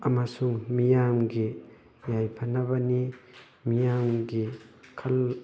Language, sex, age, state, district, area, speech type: Manipuri, male, 18-30, Manipur, Thoubal, rural, spontaneous